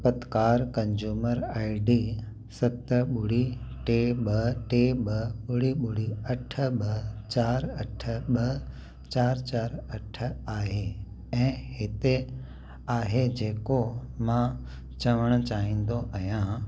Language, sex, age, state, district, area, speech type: Sindhi, male, 30-45, Gujarat, Kutch, urban, read